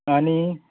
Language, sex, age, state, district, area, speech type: Marathi, male, 30-45, Maharashtra, Sangli, urban, conversation